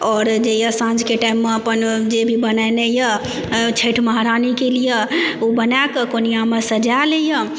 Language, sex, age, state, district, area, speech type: Maithili, female, 30-45, Bihar, Supaul, rural, spontaneous